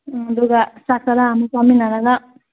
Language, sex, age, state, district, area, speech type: Manipuri, female, 18-30, Manipur, Kangpokpi, urban, conversation